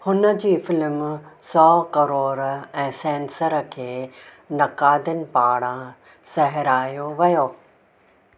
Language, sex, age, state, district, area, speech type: Sindhi, female, 60+, Maharashtra, Mumbai Suburban, urban, read